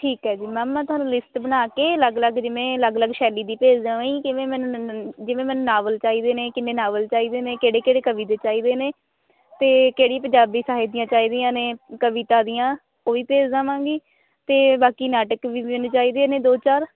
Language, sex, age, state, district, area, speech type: Punjabi, female, 18-30, Punjab, Shaheed Bhagat Singh Nagar, rural, conversation